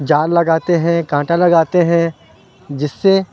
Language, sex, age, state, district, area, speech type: Urdu, male, 30-45, Uttar Pradesh, Lucknow, urban, spontaneous